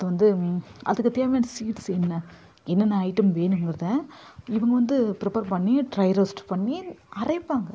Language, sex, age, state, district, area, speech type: Tamil, female, 30-45, Tamil Nadu, Kallakurichi, urban, spontaneous